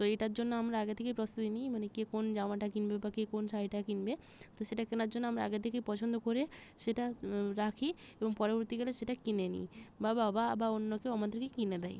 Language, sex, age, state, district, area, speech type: Bengali, female, 30-45, West Bengal, Jalpaiguri, rural, spontaneous